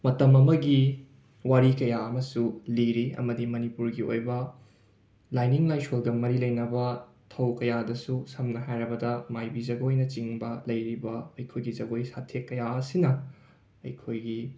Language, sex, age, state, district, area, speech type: Manipuri, male, 18-30, Manipur, Imphal West, rural, spontaneous